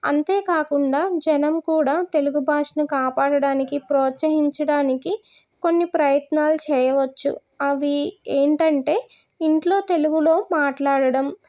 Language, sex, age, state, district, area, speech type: Telugu, female, 30-45, Telangana, Hyderabad, rural, spontaneous